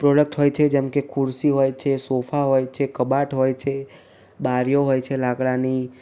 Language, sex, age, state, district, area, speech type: Gujarati, male, 18-30, Gujarat, Ahmedabad, urban, spontaneous